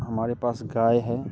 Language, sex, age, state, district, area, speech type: Hindi, male, 30-45, Bihar, Muzaffarpur, rural, spontaneous